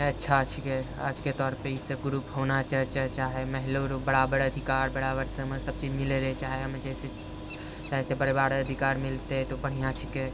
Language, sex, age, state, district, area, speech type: Maithili, male, 30-45, Bihar, Purnia, rural, spontaneous